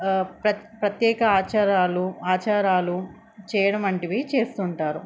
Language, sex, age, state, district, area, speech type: Telugu, female, 18-30, Telangana, Hanamkonda, urban, spontaneous